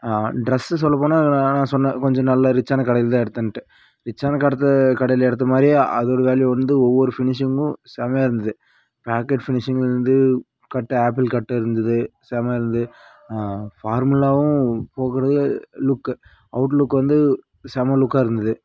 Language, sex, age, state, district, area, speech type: Tamil, female, 18-30, Tamil Nadu, Dharmapuri, rural, spontaneous